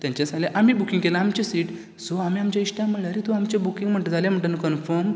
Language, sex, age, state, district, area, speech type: Goan Konkani, male, 18-30, Goa, Canacona, rural, spontaneous